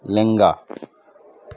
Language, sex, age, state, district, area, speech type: Santali, male, 30-45, West Bengal, Birbhum, rural, read